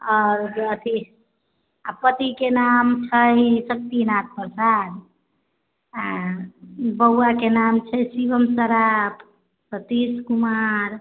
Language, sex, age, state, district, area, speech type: Maithili, female, 30-45, Bihar, Sitamarhi, rural, conversation